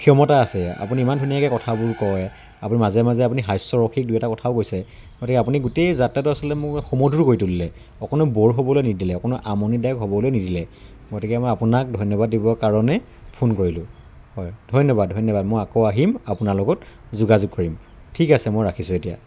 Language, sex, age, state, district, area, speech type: Assamese, male, 30-45, Assam, Dibrugarh, rural, spontaneous